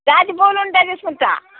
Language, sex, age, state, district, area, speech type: Telugu, female, 60+, Telangana, Jagtial, rural, conversation